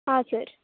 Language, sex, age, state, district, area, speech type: Kannada, female, 18-30, Karnataka, Uttara Kannada, rural, conversation